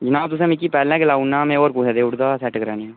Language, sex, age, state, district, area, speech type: Dogri, male, 18-30, Jammu and Kashmir, Udhampur, rural, conversation